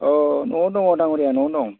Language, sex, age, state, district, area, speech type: Bodo, male, 45-60, Assam, Udalguri, urban, conversation